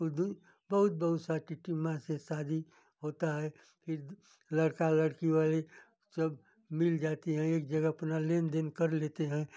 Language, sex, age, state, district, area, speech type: Hindi, male, 60+, Uttar Pradesh, Ghazipur, rural, spontaneous